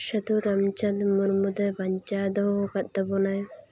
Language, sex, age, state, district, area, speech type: Santali, female, 18-30, West Bengal, Jhargram, rural, spontaneous